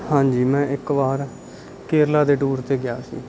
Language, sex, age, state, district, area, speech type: Punjabi, male, 30-45, Punjab, Bathinda, urban, spontaneous